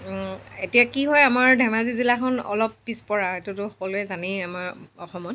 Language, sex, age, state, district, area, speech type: Assamese, female, 60+, Assam, Dhemaji, rural, spontaneous